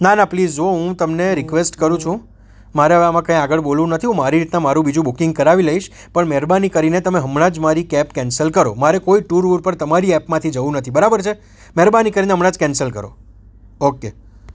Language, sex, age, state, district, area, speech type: Gujarati, male, 30-45, Gujarat, Surat, urban, spontaneous